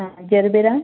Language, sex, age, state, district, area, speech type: Marathi, female, 18-30, Maharashtra, Wardha, urban, conversation